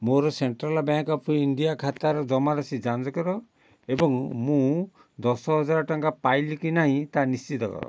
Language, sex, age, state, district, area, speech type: Odia, male, 60+, Odisha, Kalahandi, rural, read